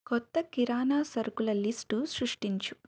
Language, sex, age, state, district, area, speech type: Telugu, female, 18-30, Andhra Pradesh, Eluru, rural, read